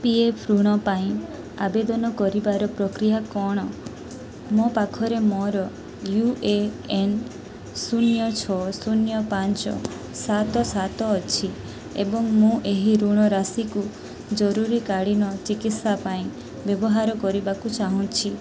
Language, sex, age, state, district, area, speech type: Odia, female, 18-30, Odisha, Sundergarh, urban, read